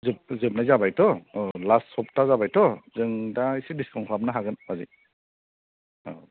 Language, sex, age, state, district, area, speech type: Bodo, male, 30-45, Assam, Kokrajhar, rural, conversation